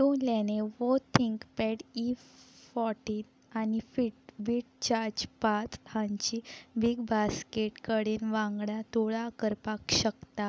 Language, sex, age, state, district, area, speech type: Goan Konkani, female, 18-30, Goa, Salcete, rural, read